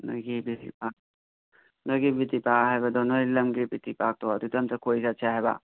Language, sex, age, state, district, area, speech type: Manipuri, male, 18-30, Manipur, Imphal West, rural, conversation